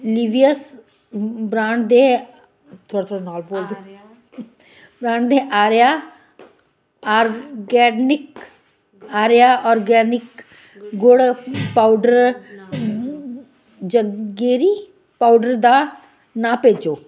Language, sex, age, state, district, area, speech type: Punjabi, female, 60+, Punjab, Ludhiana, rural, read